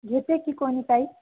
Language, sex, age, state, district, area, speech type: Marathi, female, 18-30, Maharashtra, Nanded, urban, conversation